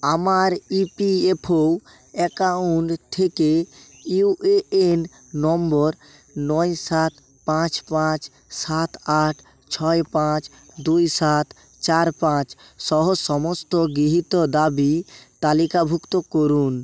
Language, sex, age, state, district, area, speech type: Bengali, male, 30-45, West Bengal, North 24 Parganas, rural, read